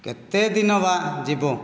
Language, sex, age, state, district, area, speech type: Odia, male, 30-45, Odisha, Kandhamal, rural, spontaneous